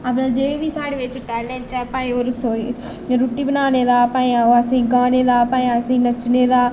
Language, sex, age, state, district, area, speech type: Dogri, female, 18-30, Jammu and Kashmir, Reasi, rural, spontaneous